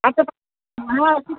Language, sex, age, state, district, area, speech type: Bengali, female, 30-45, West Bengal, Howrah, urban, conversation